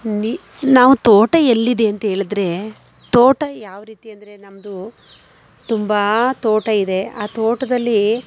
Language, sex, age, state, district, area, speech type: Kannada, female, 30-45, Karnataka, Mandya, rural, spontaneous